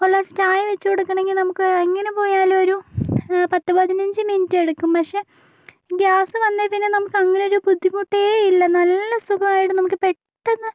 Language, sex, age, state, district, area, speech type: Malayalam, female, 45-60, Kerala, Kozhikode, urban, spontaneous